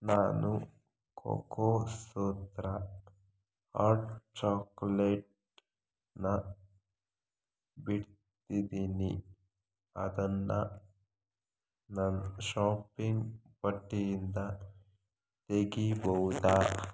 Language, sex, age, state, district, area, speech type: Kannada, male, 45-60, Karnataka, Chikkaballapur, rural, read